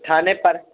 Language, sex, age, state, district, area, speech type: Maithili, male, 18-30, Bihar, Sitamarhi, urban, conversation